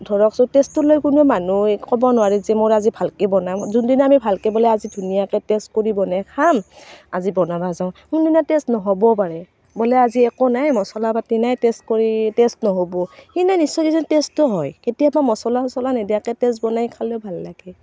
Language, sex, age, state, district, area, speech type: Assamese, female, 30-45, Assam, Barpeta, rural, spontaneous